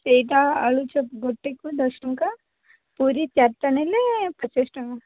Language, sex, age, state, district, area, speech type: Odia, female, 18-30, Odisha, Koraput, urban, conversation